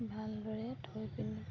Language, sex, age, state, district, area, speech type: Assamese, female, 60+, Assam, Dibrugarh, rural, spontaneous